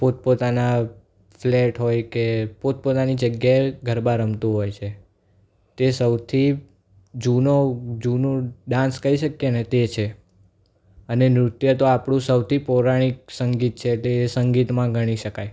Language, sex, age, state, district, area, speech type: Gujarati, male, 18-30, Gujarat, Anand, urban, spontaneous